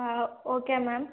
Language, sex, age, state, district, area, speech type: Telugu, female, 18-30, Telangana, Jangaon, urban, conversation